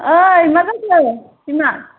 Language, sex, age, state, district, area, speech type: Bodo, female, 45-60, Assam, Kokrajhar, urban, conversation